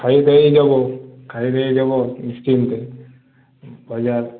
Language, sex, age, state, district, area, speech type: Bengali, male, 45-60, West Bengal, Purulia, urban, conversation